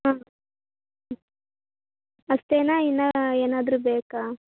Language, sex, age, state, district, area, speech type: Kannada, female, 18-30, Karnataka, Chikkaballapur, rural, conversation